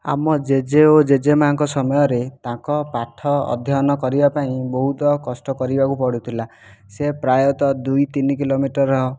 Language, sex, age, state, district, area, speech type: Odia, male, 18-30, Odisha, Jajpur, rural, spontaneous